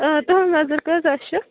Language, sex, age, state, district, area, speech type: Kashmiri, female, 30-45, Jammu and Kashmir, Bandipora, rural, conversation